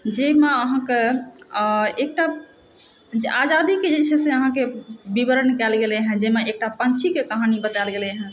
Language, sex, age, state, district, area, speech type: Maithili, female, 30-45, Bihar, Supaul, urban, spontaneous